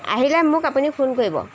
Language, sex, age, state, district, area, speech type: Assamese, female, 45-60, Assam, Jorhat, urban, spontaneous